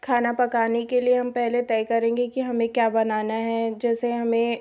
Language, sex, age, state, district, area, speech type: Hindi, female, 18-30, Madhya Pradesh, Betul, urban, spontaneous